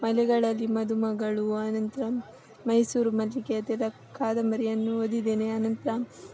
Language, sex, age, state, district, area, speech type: Kannada, female, 18-30, Karnataka, Udupi, rural, spontaneous